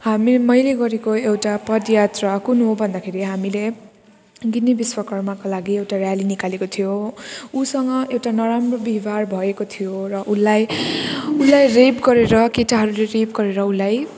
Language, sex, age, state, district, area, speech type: Nepali, female, 18-30, West Bengal, Jalpaiguri, rural, spontaneous